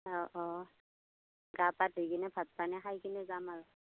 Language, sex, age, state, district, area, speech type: Assamese, female, 45-60, Assam, Darrang, rural, conversation